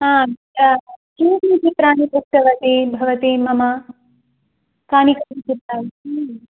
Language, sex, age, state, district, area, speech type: Sanskrit, female, 18-30, Karnataka, Chikkamagaluru, rural, conversation